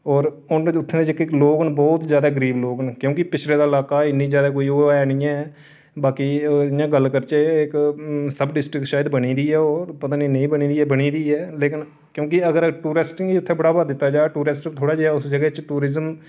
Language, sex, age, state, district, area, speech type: Dogri, male, 30-45, Jammu and Kashmir, Reasi, urban, spontaneous